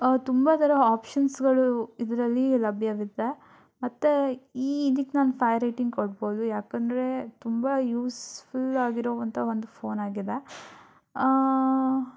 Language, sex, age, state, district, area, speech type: Kannada, female, 18-30, Karnataka, Shimoga, rural, spontaneous